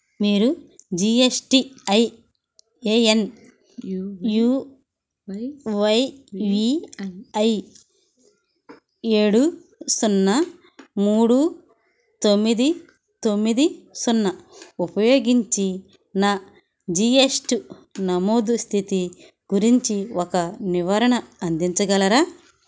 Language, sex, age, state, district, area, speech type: Telugu, female, 45-60, Andhra Pradesh, Krishna, rural, read